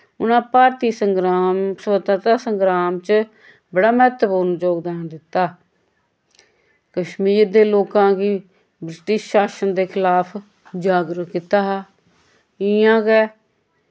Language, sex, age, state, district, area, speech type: Dogri, female, 45-60, Jammu and Kashmir, Samba, rural, spontaneous